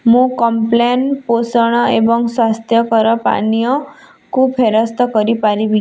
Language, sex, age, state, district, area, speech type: Odia, female, 18-30, Odisha, Bargarh, urban, read